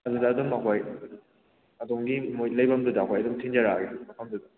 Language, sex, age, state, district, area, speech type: Manipuri, male, 18-30, Manipur, Kakching, rural, conversation